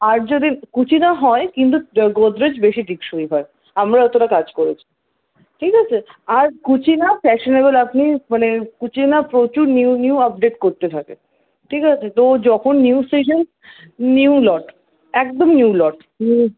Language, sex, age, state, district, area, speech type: Bengali, female, 60+, West Bengal, Paschim Bardhaman, rural, conversation